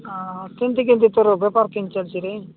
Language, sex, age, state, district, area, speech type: Odia, male, 45-60, Odisha, Nabarangpur, rural, conversation